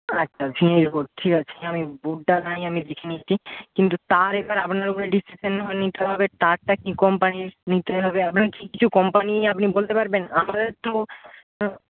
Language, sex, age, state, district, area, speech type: Bengali, male, 60+, West Bengal, Jhargram, rural, conversation